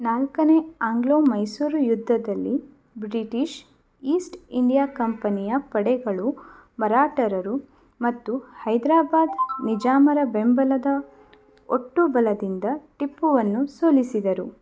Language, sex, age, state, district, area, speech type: Kannada, female, 30-45, Karnataka, Shimoga, rural, read